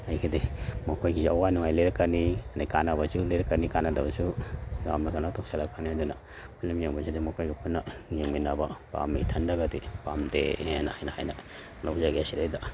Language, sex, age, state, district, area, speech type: Manipuri, male, 45-60, Manipur, Kakching, rural, spontaneous